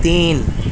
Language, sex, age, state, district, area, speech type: Urdu, male, 18-30, Delhi, Central Delhi, urban, read